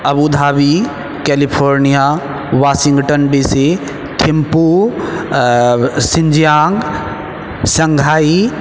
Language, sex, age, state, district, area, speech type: Maithili, male, 18-30, Bihar, Purnia, urban, spontaneous